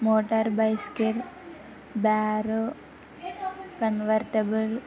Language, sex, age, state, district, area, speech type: Telugu, female, 18-30, Andhra Pradesh, Kurnool, rural, spontaneous